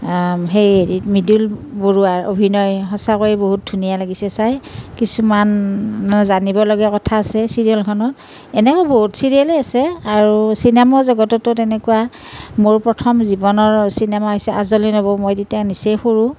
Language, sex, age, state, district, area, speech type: Assamese, female, 45-60, Assam, Nalbari, rural, spontaneous